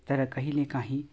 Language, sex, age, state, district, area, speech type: Nepali, male, 30-45, West Bengal, Kalimpong, rural, spontaneous